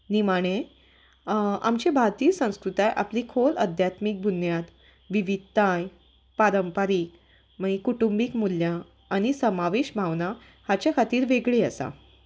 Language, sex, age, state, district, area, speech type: Goan Konkani, female, 30-45, Goa, Salcete, rural, spontaneous